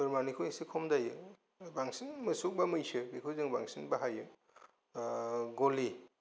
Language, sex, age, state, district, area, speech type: Bodo, male, 30-45, Assam, Kokrajhar, rural, spontaneous